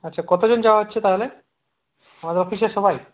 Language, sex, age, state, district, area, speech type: Bengali, male, 30-45, West Bengal, Purulia, rural, conversation